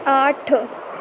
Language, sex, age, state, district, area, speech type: Urdu, female, 18-30, Uttar Pradesh, Aligarh, urban, read